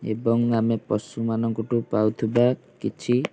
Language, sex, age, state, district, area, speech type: Odia, male, 18-30, Odisha, Kendujhar, urban, spontaneous